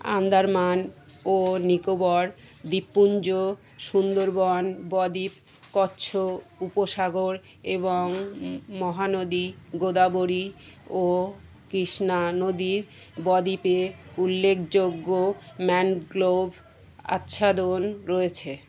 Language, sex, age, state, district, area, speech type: Bengali, female, 30-45, West Bengal, Birbhum, urban, read